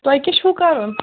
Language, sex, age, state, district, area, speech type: Kashmiri, female, 18-30, Jammu and Kashmir, Kulgam, rural, conversation